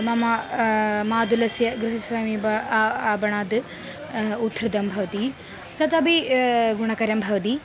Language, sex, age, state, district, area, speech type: Sanskrit, female, 18-30, Kerala, Palakkad, rural, spontaneous